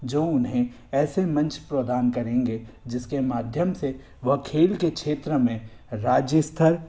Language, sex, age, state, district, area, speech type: Hindi, male, 18-30, Madhya Pradesh, Bhopal, urban, spontaneous